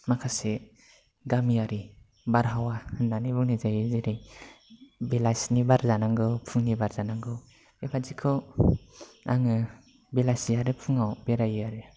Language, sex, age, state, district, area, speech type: Bodo, male, 18-30, Assam, Kokrajhar, rural, spontaneous